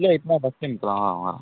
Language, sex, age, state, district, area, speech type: Tamil, male, 18-30, Tamil Nadu, Virudhunagar, urban, conversation